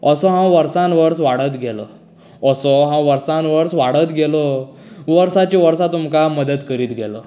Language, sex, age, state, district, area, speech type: Goan Konkani, male, 18-30, Goa, Canacona, rural, spontaneous